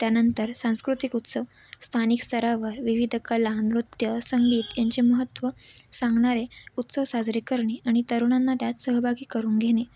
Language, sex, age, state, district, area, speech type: Marathi, female, 18-30, Maharashtra, Ahmednagar, urban, spontaneous